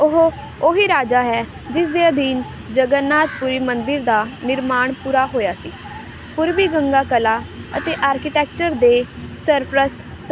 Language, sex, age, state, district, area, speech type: Punjabi, female, 18-30, Punjab, Ludhiana, rural, read